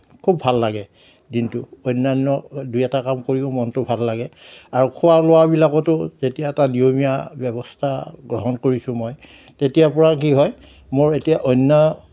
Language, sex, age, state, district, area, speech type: Assamese, male, 60+, Assam, Darrang, rural, spontaneous